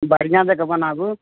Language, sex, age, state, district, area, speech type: Maithili, male, 18-30, Bihar, Supaul, rural, conversation